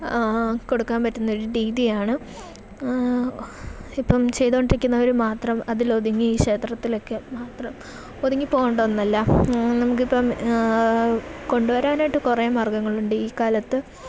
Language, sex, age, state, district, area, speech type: Malayalam, female, 18-30, Kerala, Kollam, rural, spontaneous